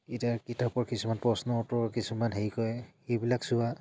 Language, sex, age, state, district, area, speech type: Assamese, male, 30-45, Assam, Dibrugarh, urban, spontaneous